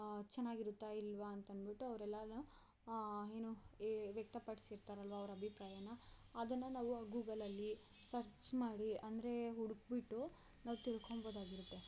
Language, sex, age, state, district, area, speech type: Kannada, female, 18-30, Karnataka, Bangalore Rural, urban, spontaneous